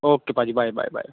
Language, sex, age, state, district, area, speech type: Punjabi, male, 18-30, Punjab, Gurdaspur, urban, conversation